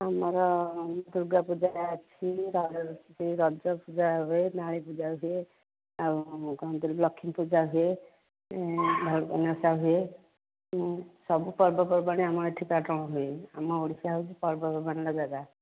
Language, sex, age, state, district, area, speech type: Odia, female, 45-60, Odisha, Angul, rural, conversation